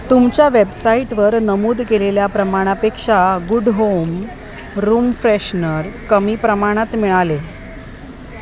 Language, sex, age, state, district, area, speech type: Marathi, female, 30-45, Maharashtra, Mumbai Suburban, urban, read